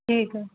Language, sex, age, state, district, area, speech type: Marathi, female, 30-45, Maharashtra, Thane, urban, conversation